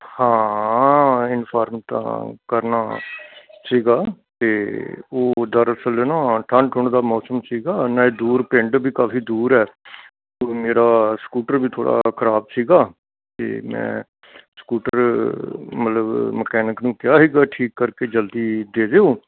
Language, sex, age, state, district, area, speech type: Punjabi, male, 60+, Punjab, Amritsar, urban, conversation